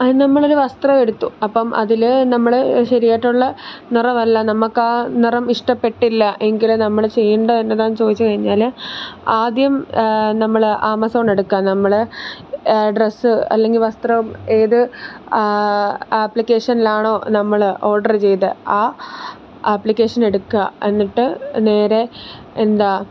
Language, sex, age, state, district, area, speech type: Malayalam, female, 18-30, Kerala, Pathanamthitta, urban, spontaneous